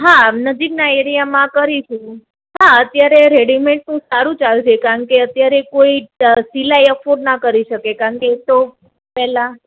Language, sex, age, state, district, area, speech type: Gujarati, female, 18-30, Gujarat, Ahmedabad, urban, conversation